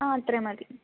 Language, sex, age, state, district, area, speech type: Malayalam, female, 18-30, Kerala, Kottayam, rural, conversation